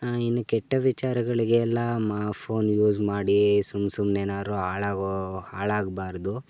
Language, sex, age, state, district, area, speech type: Kannada, male, 18-30, Karnataka, Chikkaballapur, rural, spontaneous